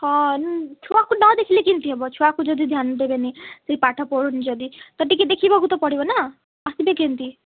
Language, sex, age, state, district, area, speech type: Odia, female, 18-30, Odisha, Kalahandi, rural, conversation